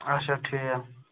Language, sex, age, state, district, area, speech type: Kashmiri, male, 18-30, Jammu and Kashmir, Ganderbal, rural, conversation